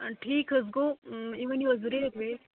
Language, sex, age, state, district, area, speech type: Kashmiri, female, 30-45, Jammu and Kashmir, Kupwara, rural, conversation